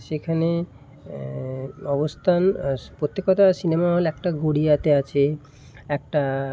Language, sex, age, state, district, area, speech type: Bengali, male, 18-30, West Bengal, Kolkata, urban, spontaneous